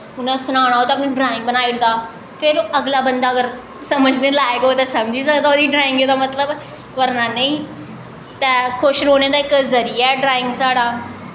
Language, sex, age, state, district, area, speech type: Dogri, female, 18-30, Jammu and Kashmir, Jammu, urban, spontaneous